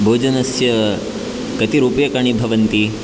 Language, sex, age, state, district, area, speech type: Sanskrit, male, 18-30, Karnataka, Chikkamagaluru, rural, spontaneous